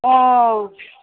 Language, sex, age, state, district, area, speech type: Assamese, female, 45-60, Assam, Kamrup Metropolitan, urban, conversation